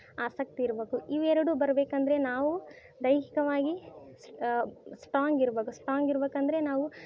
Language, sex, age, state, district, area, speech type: Kannada, female, 18-30, Karnataka, Koppal, urban, spontaneous